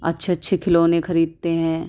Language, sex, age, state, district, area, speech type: Urdu, female, 30-45, Delhi, South Delhi, rural, spontaneous